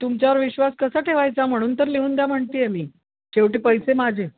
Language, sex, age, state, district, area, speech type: Marathi, female, 60+, Maharashtra, Ahmednagar, urban, conversation